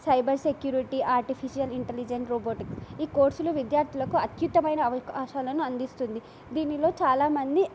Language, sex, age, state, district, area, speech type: Telugu, female, 18-30, Telangana, Nagarkurnool, urban, spontaneous